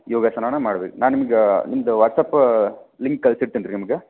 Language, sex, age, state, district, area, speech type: Kannada, male, 30-45, Karnataka, Belgaum, rural, conversation